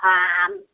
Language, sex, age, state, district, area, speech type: Hindi, female, 45-60, Uttar Pradesh, Prayagraj, rural, conversation